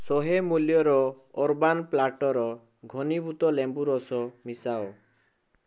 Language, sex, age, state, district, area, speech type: Odia, male, 18-30, Odisha, Bhadrak, rural, read